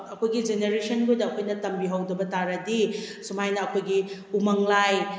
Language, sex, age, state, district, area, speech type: Manipuri, female, 30-45, Manipur, Kakching, rural, spontaneous